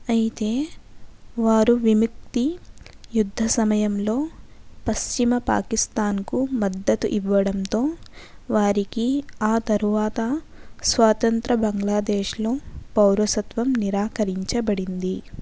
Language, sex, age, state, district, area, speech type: Telugu, female, 60+, Andhra Pradesh, Kakinada, rural, read